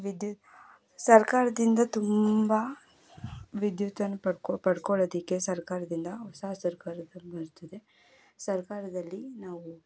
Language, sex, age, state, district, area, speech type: Kannada, female, 18-30, Karnataka, Mysore, rural, spontaneous